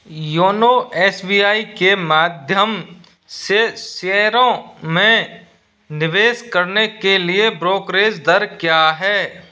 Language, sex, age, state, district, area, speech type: Hindi, male, 18-30, Rajasthan, Karauli, rural, read